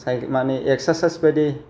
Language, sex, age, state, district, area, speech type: Bodo, male, 45-60, Assam, Kokrajhar, rural, spontaneous